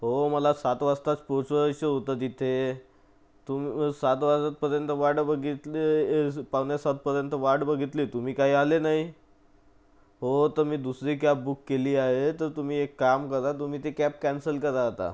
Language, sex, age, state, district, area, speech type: Marathi, male, 45-60, Maharashtra, Nagpur, urban, spontaneous